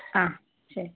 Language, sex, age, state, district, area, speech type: Malayalam, female, 18-30, Kerala, Wayanad, rural, conversation